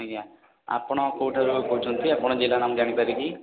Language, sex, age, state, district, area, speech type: Odia, male, 18-30, Odisha, Puri, urban, conversation